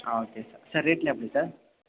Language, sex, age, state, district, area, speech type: Tamil, male, 18-30, Tamil Nadu, Perambalur, rural, conversation